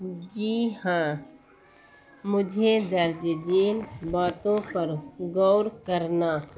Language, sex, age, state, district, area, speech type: Urdu, female, 60+, Bihar, Gaya, urban, spontaneous